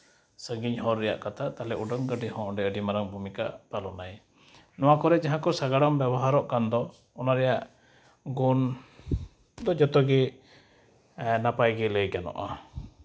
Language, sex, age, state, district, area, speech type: Santali, male, 30-45, West Bengal, Uttar Dinajpur, rural, spontaneous